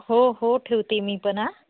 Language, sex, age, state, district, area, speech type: Marathi, female, 30-45, Maharashtra, Hingoli, urban, conversation